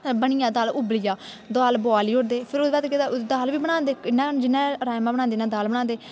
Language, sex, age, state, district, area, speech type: Dogri, female, 18-30, Jammu and Kashmir, Kathua, rural, spontaneous